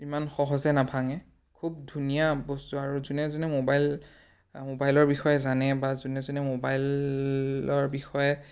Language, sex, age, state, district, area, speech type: Assamese, male, 18-30, Assam, Biswanath, rural, spontaneous